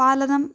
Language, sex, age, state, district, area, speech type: Sanskrit, female, 18-30, Karnataka, Chikkaballapur, rural, spontaneous